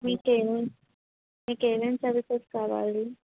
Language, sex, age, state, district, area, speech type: Telugu, female, 30-45, Telangana, Mancherial, rural, conversation